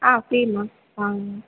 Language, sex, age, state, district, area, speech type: Tamil, female, 30-45, Tamil Nadu, Pudukkottai, rural, conversation